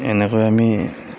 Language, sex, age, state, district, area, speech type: Assamese, male, 45-60, Assam, Darrang, rural, spontaneous